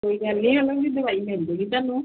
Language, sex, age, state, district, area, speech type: Punjabi, female, 30-45, Punjab, Pathankot, urban, conversation